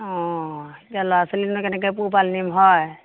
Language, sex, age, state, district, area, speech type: Assamese, female, 60+, Assam, Morigaon, rural, conversation